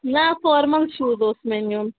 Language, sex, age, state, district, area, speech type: Kashmiri, female, 18-30, Jammu and Kashmir, Budgam, rural, conversation